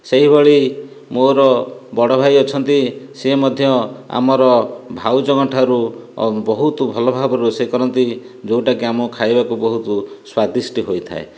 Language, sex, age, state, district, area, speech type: Odia, male, 45-60, Odisha, Dhenkanal, rural, spontaneous